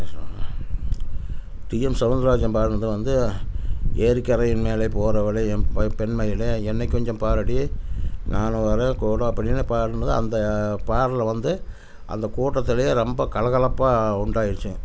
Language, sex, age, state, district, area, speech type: Tamil, male, 60+, Tamil Nadu, Namakkal, rural, spontaneous